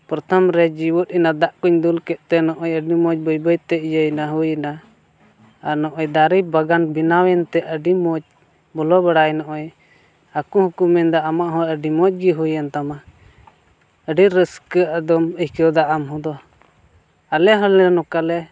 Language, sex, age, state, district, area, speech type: Santali, male, 18-30, Jharkhand, Pakur, rural, spontaneous